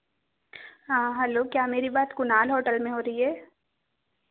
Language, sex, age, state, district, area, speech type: Hindi, female, 18-30, Madhya Pradesh, Betul, rural, conversation